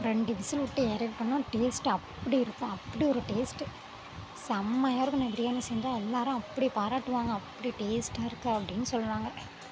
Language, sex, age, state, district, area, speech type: Tamil, female, 30-45, Tamil Nadu, Mayiladuthurai, urban, spontaneous